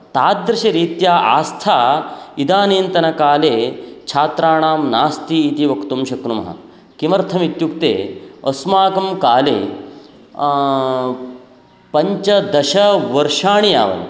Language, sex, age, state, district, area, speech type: Sanskrit, male, 45-60, Karnataka, Uttara Kannada, rural, spontaneous